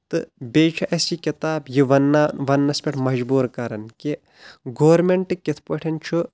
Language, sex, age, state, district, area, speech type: Kashmiri, male, 30-45, Jammu and Kashmir, Shopian, urban, spontaneous